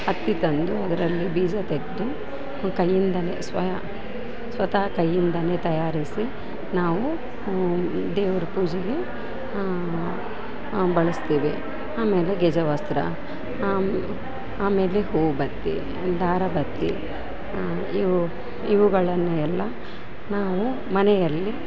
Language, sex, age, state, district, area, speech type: Kannada, female, 45-60, Karnataka, Bellary, urban, spontaneous